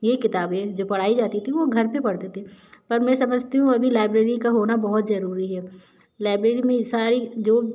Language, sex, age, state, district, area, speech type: Hindi, female, 45-60, Madhya Pradesh, Jabalpur, urban, spontaneous